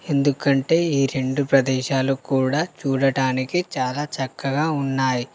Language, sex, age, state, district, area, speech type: Telugu, male, 18-30, Telangana, Karimnagar, rural, spontaneous